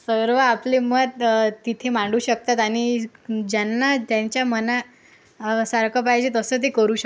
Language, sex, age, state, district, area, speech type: Marathi, female, 18-30, Maharashtra, Akola, urban, spontaneous